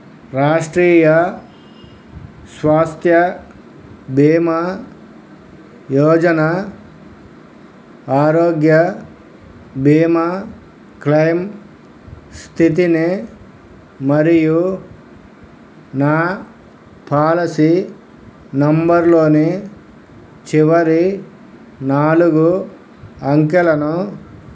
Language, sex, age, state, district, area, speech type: Telugu, male, 60+, Andhra Pradesh, Krishna, urban, read